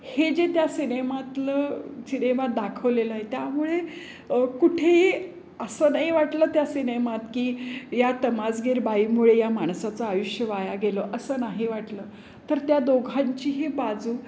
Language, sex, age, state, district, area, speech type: Marathi, female, 60+, Maharashtra, Pune, urban, spontaneous